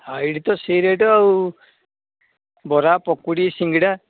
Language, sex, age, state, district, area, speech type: Odia, male, 45-60, Odisha, Gajapati, rural, conversation